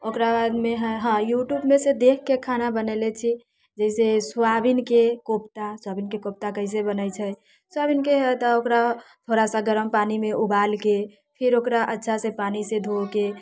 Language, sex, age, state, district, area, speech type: Maithili, female, 18-30, Bihar, Muzaffarpur, rural, spontaneous